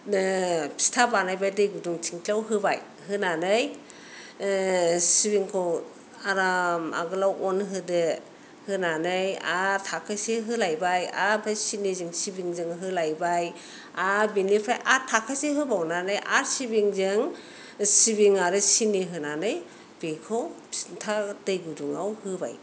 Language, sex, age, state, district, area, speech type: Bodo, female, 60+, Assam, Kokrajhar, rural, spontaneous